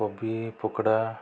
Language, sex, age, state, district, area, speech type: Odia, male, 45-60, Odisha, Kandhamal, rural, spontaneous